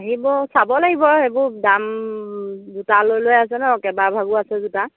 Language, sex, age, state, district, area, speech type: Assamese, female, 30-45, Assam, Lakhimpur, rural, conversation